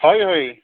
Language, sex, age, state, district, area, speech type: Odia, male, 45-60, Odisha, Nabarangpur, rural, conversation